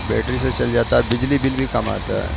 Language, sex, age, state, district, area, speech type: Urdu, male, 18-30, Uttar Pradesh, Gautam Buddha Nagar, rural, spontaneous